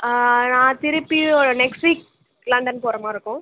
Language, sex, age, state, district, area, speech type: Tamil, female, 18-30, Tamil Nadu, Pudukkottai, rural, conversation